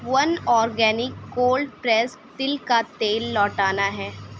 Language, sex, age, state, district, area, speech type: Urdu, female, 18-30, Delhi, Central Delhi, rural, read